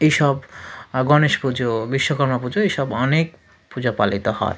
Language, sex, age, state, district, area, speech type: Bengali, male, 45-60, West Bengal, South 24 Parganas, rural, spontaneous